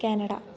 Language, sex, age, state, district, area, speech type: Sanskrit, female, 18-30, Kerala, Kannur, rural, spontaneous